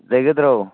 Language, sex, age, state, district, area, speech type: Manipuri, male, 60+, Manipur, Kangpokpi, urban, conversation